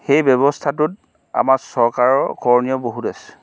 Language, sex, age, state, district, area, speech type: Assamese, male, 45-60, Assam, Golaghat, urban, spontaneous